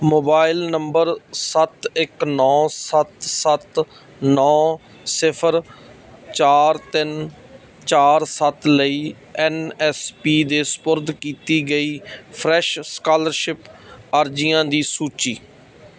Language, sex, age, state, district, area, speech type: Punjabi, male, 30-45, Punjab, Ludhiana, rural, read